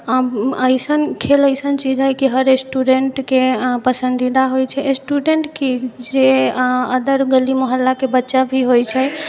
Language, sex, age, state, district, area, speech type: Maithili, female, 18-30, Bihar, Sitamarhi, urban, spontaneous